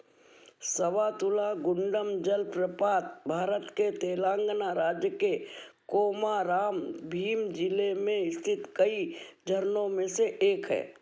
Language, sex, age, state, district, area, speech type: Hindi, female, 60+, Madhya Pradesh, Ujjain, urban, read